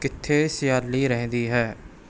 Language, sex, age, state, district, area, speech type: Punjabi, male, 18-30, Punjab, Rupnagar, urban, read